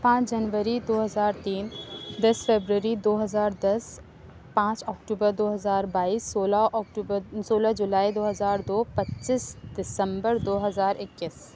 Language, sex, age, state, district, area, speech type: Urdu, female, 30-45, Uttar Pradesh, Aligarh, rural, spontaneous